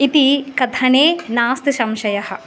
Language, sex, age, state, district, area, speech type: Sanskrit, female, 30-45, Andhra Pradesh, Visakhapatnam, urban, spontaneous